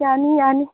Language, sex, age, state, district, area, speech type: Manipuri, female, 18-30, Manipur, Chandel, rural, conversation